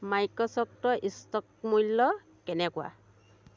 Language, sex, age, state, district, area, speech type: Assamese, female, 45-60, Assam, Dhemaji, rural, read